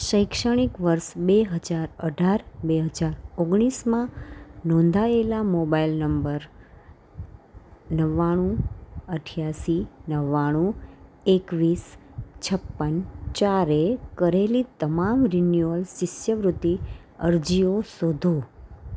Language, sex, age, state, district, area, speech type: Gujarati, female, 30-45, Gujarat, Kheda, urban, read